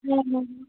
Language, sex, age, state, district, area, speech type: Bengali, female, 18-30, West Bengal, Alipurduar, rural, conversation